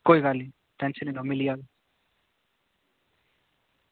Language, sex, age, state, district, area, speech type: Dogri, male, 18-30, Jammu and Kashmir, Kathua, rural, conversation